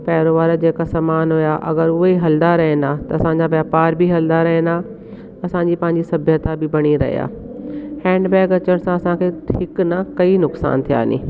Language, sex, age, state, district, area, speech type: Sindhi, female, 45-60, Delhi, South Delhi, urban, spontaneous